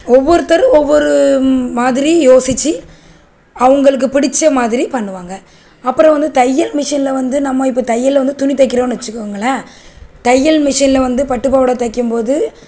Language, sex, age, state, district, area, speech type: Tamil, female, 30-45, Tamil Nadu, Tiruvallur, urban, spontaneous